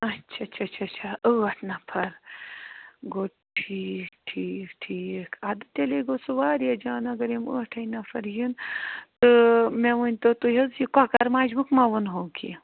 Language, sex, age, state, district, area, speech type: Kashmiri, female, 30-45, Jammu and Kashmir, Bandipora, rural, conversation